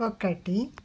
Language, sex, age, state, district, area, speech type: Telugu, female, 45-60, Andhra Pradesh, West Godavari, rural, read